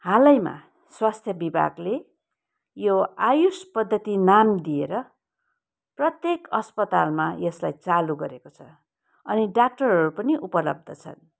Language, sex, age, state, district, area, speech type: Nepali, female, 45-60, West Bengal, Kalimpong, rural, spontaneous